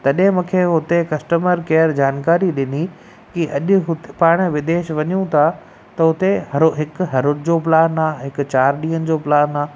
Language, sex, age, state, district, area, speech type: Sindhi, male, 30-45, Gujarat, Kutch, rural, spontaneous